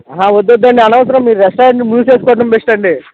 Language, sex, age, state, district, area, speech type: Telugu, male, 18-30, Andhra Pradesh, Bapatla, rural, conversation